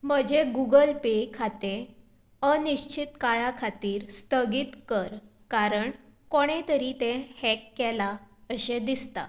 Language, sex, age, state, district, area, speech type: Goan Konkani, female, 18-30, Goa, Tiswadi, rural, read